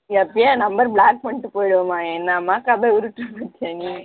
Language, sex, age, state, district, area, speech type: Tamil, female, 18-30, Tamil Nadu, Ranipet, rural, conversation